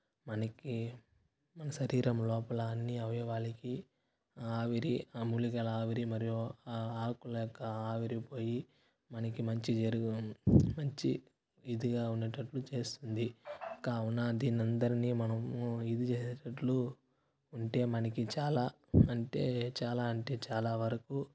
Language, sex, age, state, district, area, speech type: Telugu, male, 18-30, Andhra Pradesh, Sri Balaji, rural, spontaneous